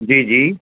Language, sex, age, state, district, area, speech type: Sindhi, male, 30-45, Gujarat, Surat, urban, conversation